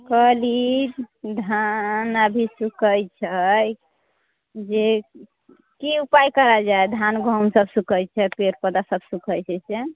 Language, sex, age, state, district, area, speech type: Maithili, female, 18-30, Bihar, Muzaffarpur, rural, conversation